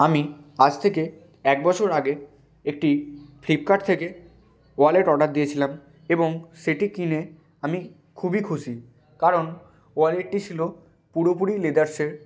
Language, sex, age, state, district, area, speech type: Bengali, male, 60+, West Bengal, Nadia, rural, spontaneous